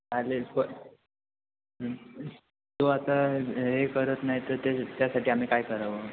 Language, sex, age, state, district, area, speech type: Marathi, male, 18-30, Maharashtra, Sindhudurg, rural, conversation